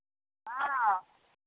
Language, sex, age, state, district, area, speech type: Maithili, female, 60+, Bihar, Madhepura, rural, conversation